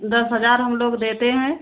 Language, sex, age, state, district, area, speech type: Hindi, female, 60+, Uttar Pradesh, Ayodhya, rural, conversation